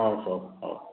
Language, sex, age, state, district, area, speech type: Odia, male, 30-45, Odisha, Jagatsinghpur, urban, conversation